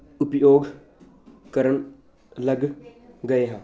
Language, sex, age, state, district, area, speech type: Punjabi, male, 18-30, Punjab, Jalandhar, urban, spontaneous